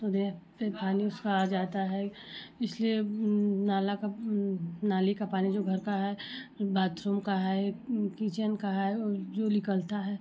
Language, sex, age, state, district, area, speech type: Hindi, female, 30-45, Uttar Pradesh, Chandauli, rural, spontaneous